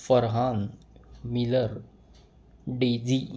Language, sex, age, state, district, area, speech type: Marathi, male, 18-30, Maharashtra, Kolhapur, urban, spontaneous